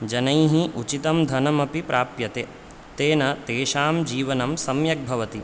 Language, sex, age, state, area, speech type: Sanskrit, male, 18-30, Chhattisgarh, rural, spontaneous